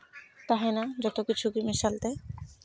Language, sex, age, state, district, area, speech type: Santali, female, 18-30, West Bengal, Malda, rural, spontaneous